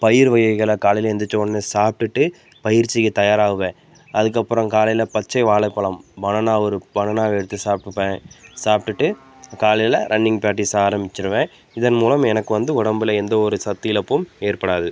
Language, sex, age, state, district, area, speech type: Tamil, male, 18-30, Tamil Nadu, Tenkasi, rural, spontaneous